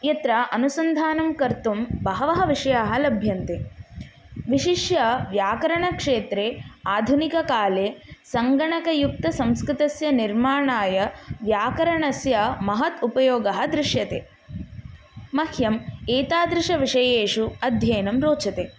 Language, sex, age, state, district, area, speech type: Sanskrit, female, 18-30, Tamil Nadu, Kanchipuram, urban, spontaneous